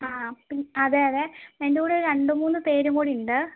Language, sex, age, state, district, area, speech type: Malayalam, female, 18-30, Kerala, Kozhikode, urban, conversation